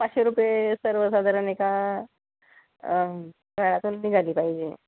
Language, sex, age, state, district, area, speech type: Marathi, female, 45-60, Maharashtra, Nagpur, urban, conversation